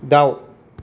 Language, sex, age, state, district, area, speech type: Bodo, male, 45-60, Assam, Kokrajhar, rural, read